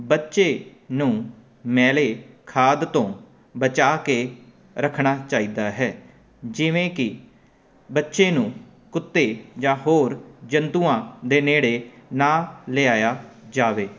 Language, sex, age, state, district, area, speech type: Punjabi, male, 30-45, Punjab, Jalandhar, urban, spontaneous